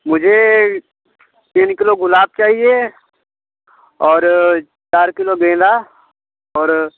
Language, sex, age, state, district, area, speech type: Hindi, male, 18-30, Uttar Pradesh, Mirzapur, rural, conversation